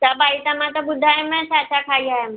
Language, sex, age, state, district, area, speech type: Sindhi, female, 30-45, Maharashtra, Mumbai Suburban, urban, conversation